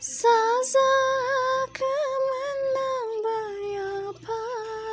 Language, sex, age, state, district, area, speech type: Bodo, female, 30-45, Assam, Udalguri, urban, spontaneous